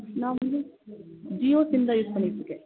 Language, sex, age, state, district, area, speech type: Tamil, female, 18-30, Tamil Nadu, Nilgiris, rural, conversation